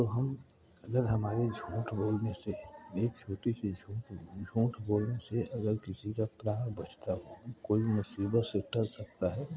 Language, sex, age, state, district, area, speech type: Hindi, male, 45-60, Uttar Pradesh, Prayagraj, rural, spontaneous